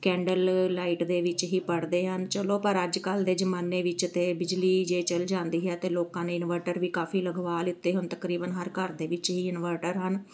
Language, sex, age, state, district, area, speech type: Punjabi, female, 45-60, Punjab, Amritsar, urban, spontaneous